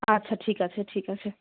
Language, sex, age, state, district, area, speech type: Bengali, female, 30-45, West Bengal, Darjeeling, urban, conversation